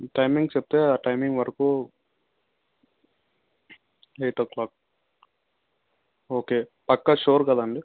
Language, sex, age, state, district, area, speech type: Telugu, male, 18-30, Andhra Pradesh, Anantapur, urban, conversation